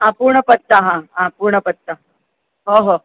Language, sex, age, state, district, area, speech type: Marathi, female, 60+, Maharashtra, Mumbai Suburban, urban, conversation